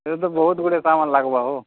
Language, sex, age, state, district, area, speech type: Odia, male, 30-45, Odisha, Nuapada, urban, conversation